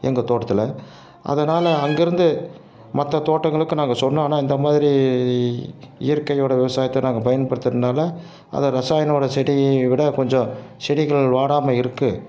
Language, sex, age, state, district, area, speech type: Tamil, male, 60+, Tamil Nadu, Tiruppur, rural, spontaneous